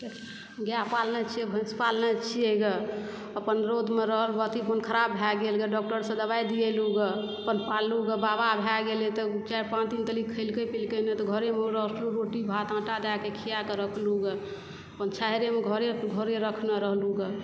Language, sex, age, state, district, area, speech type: Maithili, female, 60+, Bihar, Supaul, urban, spontaneous